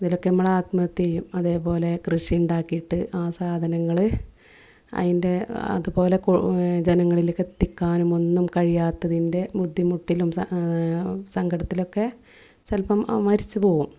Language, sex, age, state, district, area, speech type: Malayalam, female, 30-45, Kerala, Malappuram, rural, spontaneous